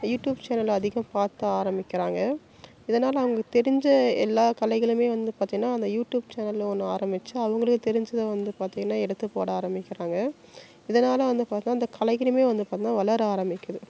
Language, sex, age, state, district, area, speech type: Tamil, female, 30-45, Tamil Nadu, Salem, rural, spontaneous